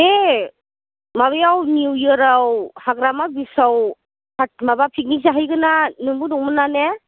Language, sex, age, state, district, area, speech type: Bodo, female, 45-60, Assam, Chirang, rural, conversation